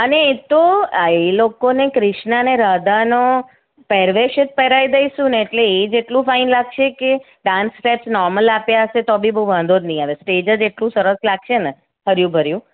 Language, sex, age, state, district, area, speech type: Gujarati, female, 45-60, Gujarat, Surat, urban, conversation